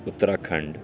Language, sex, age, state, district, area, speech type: Urdu, male, 18-30, Delhi, North West Delhi, urban, spontaneous